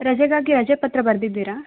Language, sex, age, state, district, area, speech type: Kannada, female, 18-30, Karnataka, Vijayanagara, rural, conversation